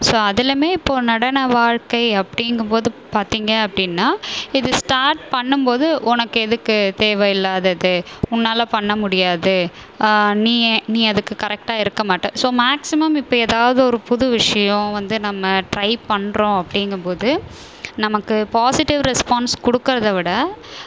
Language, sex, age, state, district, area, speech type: Tamil, female, 30-45, Tamil Nadu, Viluppuram, rural, spontaneous